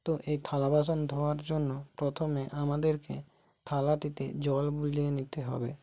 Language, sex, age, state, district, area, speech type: Bengali, male, 45-60, West Bengal, Bankura, urban, spontaneous